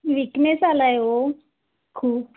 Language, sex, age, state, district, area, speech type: Marathi, female, 30-45, Maharashtra, Yavatmal, rural, conversation